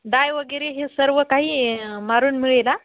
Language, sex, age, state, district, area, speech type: Marathi, female, 30-45, Maharashtra, Hingoli, urban, conversation